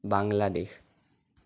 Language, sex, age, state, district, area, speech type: Assamese, male, 18-30, Assam, Sonitpur, rural, spontaneous